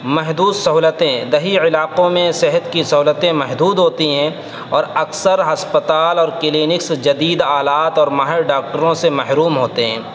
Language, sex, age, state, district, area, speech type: Urdu, male, 18-30, Uttar Pradesh, Saharanpur, urban, spontaneous